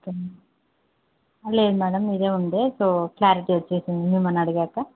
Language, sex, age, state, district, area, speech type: Telugu, female, 30-45, Telangana, Medchal, urban, conversation